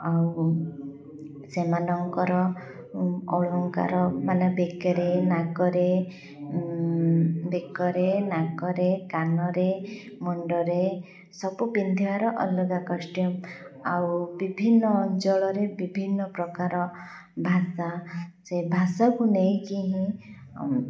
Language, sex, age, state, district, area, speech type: Odia, female, 30-45, Odisha, Koraput, urban, spontaneous